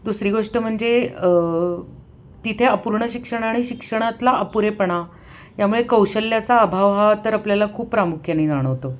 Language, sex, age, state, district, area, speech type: Marathi, female, 45-60, Maharashtra, Pune, urban, spontaneous